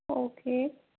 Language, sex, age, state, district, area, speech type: Gujarati, female, 18-30, Gujarat, Ahmedabad, rural, conversation